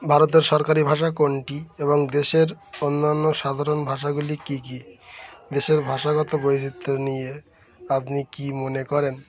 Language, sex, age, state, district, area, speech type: Bengali, male, 18-30, West Bengal, Birbhum, urban, spontaneous